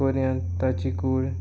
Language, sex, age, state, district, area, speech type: Goan Konkani, male, 30-45, Goa, Murmgao, rural, spontaneous